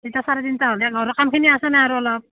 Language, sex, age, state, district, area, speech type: Assamese, female, 30-45, Assam, Udalguri, rural, conversation